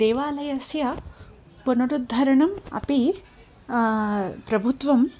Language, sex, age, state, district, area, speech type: Sanskrit, female, 30-45, Andhra Pradesh, Krishna, urban, spontaneous